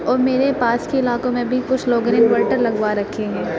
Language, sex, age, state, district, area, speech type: Urdu, female, 30-45, Uttar Pradesh, Aligarh, rural, spontaneous